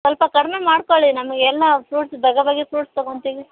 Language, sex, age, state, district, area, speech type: Kannada, female, 18-30, Karnataka, Bellary, urban, conversation